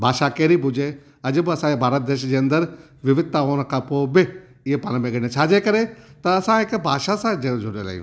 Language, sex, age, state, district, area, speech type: Sindhi, male, 60+, Gujarat, Junagadh, rural, spontaneous